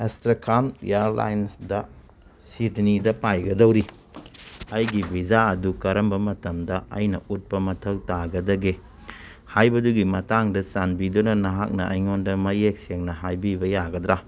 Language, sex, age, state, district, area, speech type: Manipuri, male, 30-45, Manipur, Churachandpur, rural, read